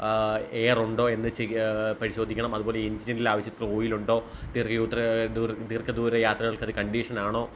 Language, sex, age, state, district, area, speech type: Malayalam, male, 18-30, Kerala, Kottayam, rural, spontaneous